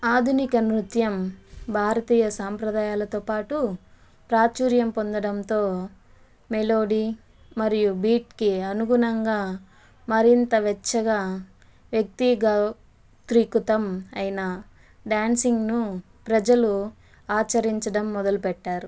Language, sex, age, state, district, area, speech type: Telugu, female, 30-45, Andhra Pradesh, Chittoor, rural, spontaneous